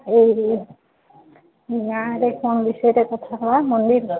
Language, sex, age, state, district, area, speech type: Odia, female, 30-45, Odisha, Mayurbhanj, rural, conversation